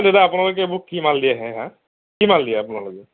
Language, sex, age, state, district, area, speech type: Assamese, male, 30-45, Assam, Nagaon, rural, conversation